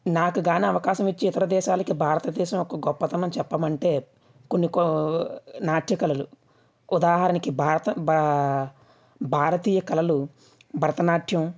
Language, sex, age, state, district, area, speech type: Telugu, male, 45-60, Andhra Pradesh, West Godavari, rural, spontaneous